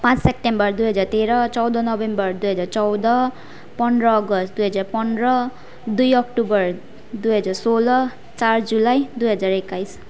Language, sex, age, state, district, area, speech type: Nepali, female, 18-30, West Bengal, Darjeeling, rural, spontaneous